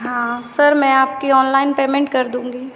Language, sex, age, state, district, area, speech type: Hindi, female, 18-30, Madhya Pradesh, Hoshangabad, urban, spontaneous